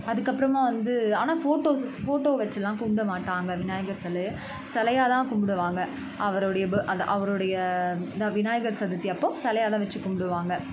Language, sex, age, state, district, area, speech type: Tamil, female, 18-30, Tamil Nadu, Chennai, urban, spontaneous